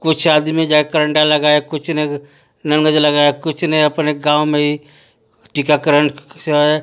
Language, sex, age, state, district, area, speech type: Hindi, male, 45-60, Uttar Pradesh, Ghazipur, rural, spontaneous